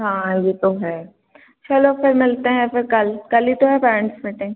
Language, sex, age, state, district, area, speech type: Hindi, female, 18-30, Madhya Pradesh, Hoshangabad, rural, conversation